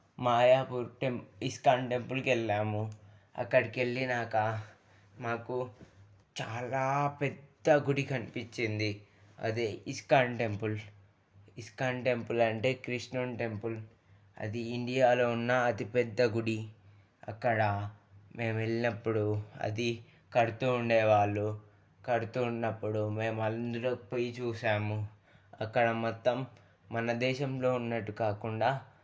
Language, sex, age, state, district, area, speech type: Telugu, male, 18-30, Telangana, Ranga Reddy, urban, spontaneous